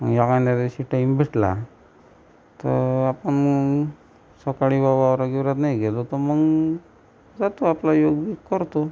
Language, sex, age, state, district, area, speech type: Marathi, male, 60+, Maharashtra, Amravati, rural, spontaneous